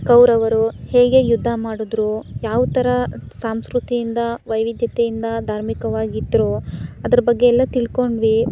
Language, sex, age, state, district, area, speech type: Kannada, female, 18-30, Karnataka, Chikkaballapur, rural, spontaneous